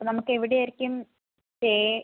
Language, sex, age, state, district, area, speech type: Malayalam, female, 18-30, Kerala, Wayanad, rural, conversation